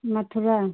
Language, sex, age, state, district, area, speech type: Hindi, female, 30-45, Uttar Pradesh, Hardoi, rural, conversation